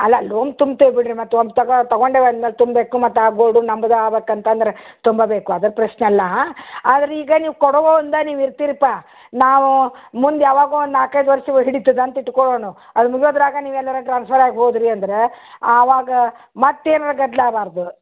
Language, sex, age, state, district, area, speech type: Kannada, female, 60+, Karnataka, Dharwad, rural, conversation